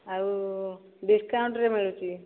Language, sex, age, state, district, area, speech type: Odia, female, 30-45, Odisha, Dhenkanal, rural, conversation